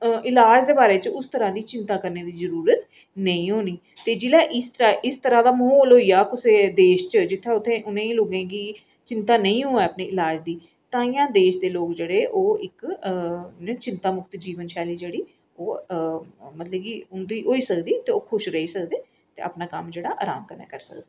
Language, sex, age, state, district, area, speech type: Dogri, female, 45-60, Jammu and Kashmir, Reasi, urban, spontaneous